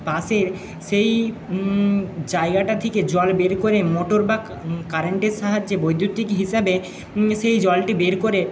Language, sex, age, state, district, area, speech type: Bengali, male, 60+, West Bengal, Jhargram, rural, spontaneous